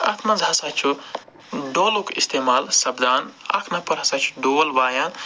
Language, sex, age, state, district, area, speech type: Kashmiri, male, 45-60, Jammu and Kashmir, Srinagar, urban, spontaneous